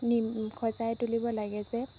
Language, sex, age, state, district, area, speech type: Assamese, female, 18-30, Assam, Majuli, urban, spontaneous